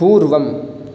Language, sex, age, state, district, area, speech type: Sanskrit, male, 18-30, Karnataka, Uttara Kannada, rural, read